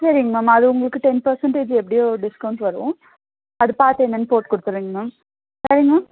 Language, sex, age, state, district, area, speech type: Tamil, female, 30-45, Tamil Nadu, Nilgiris, urban, conversation